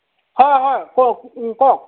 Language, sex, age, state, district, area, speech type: Assamese, male, 45-60, Assam, Golaghat, urban, conversation